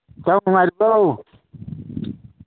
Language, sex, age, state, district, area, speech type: Manipuri, male, 45-60, Manipur, Imphal East, rural, conversation